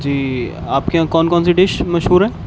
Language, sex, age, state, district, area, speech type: Urdu, male, 18-30, Uttar Pradesh, Rampur, urban, spontaneous